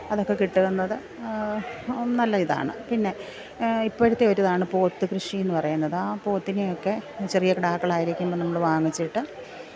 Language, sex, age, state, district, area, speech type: Malayalam, female, 45-60, Kerala, Pathanamthitta, rural, spontaneous